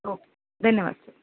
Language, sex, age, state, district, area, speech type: Marathi, female, 45-60, Maharashtra, Thane, rural, conversation